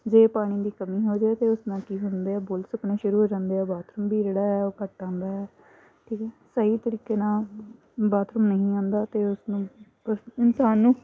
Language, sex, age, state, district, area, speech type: Punjabi, female, 18-30, Punjab, Hoshiarpur, urban, spontaneous